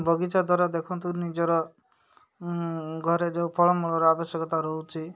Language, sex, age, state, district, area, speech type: Odia, male, 30-45, Odisha, Malkangiri, urban, spontaneous